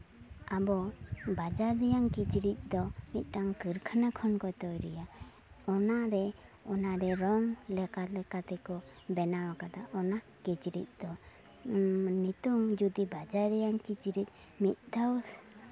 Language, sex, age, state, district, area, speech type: Santali, female, 18-30, West Bengal, Purulia, rural, spontaneous